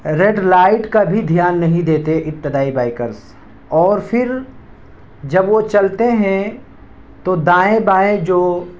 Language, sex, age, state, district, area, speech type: Urdu, male, 18-30, Uttar Pradesh, Siddharthnagar, rural, spontaneous